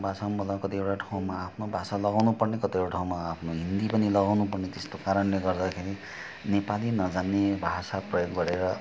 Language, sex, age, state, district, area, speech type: Nepali, male, 45-60, West Bengal, Kalimpong, rural, spontaneous